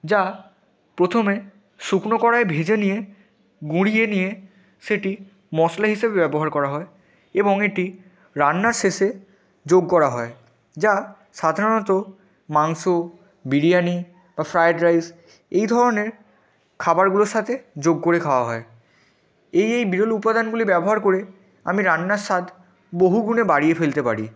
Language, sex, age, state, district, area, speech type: Bengali, male, 18-30, West Bengal, Purba Medinipur, rural, spontaneous